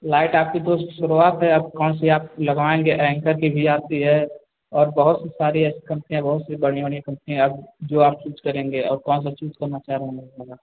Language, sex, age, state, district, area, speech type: Hindi, male, 18-30, Uttar Pradesh, Azamgarh, rural, conversation